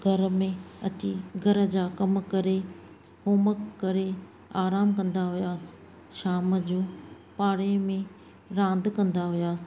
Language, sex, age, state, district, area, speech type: Sindhi, female, 45-60, Maharashtra, Thane, urban, spontaneous